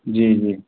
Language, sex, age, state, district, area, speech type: Hindi, male, 45-60, Madhya Pradesh, Gwalior, urban, conversation